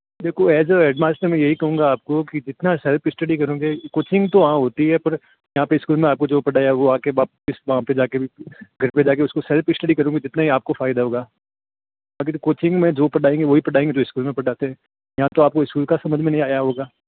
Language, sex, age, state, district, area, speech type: Hindi, male, 18-30, Rajasthan, Jodhpur, urban, conversation